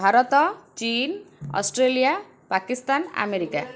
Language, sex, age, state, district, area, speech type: Odia, female, 18-30, Odisha, Kendrapara, urban, spontaneous